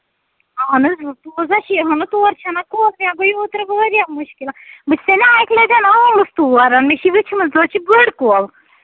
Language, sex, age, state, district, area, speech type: Kashmiri, female, 30-45, Jammu and Kashmir, Ganderbal, rural, conversation